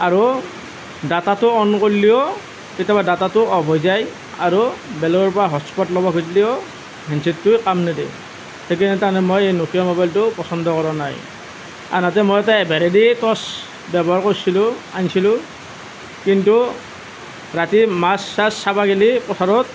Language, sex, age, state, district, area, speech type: Assamese, male, 30-45, Assam, Nalbari, rural, spontaneous